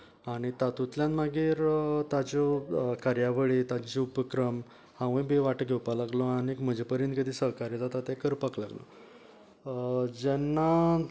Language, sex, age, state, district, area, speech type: Goan Konkani, male, 45-60, Goa, Canacona, rural, spontaneous